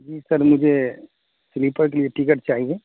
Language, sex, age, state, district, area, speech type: Urdu, male, 30-45, Bihar, Saharsa, rural, conversation